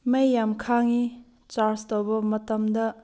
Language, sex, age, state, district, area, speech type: Manipuri, female, 30-45, Manipur, Tengnoupal, rural, spontaneous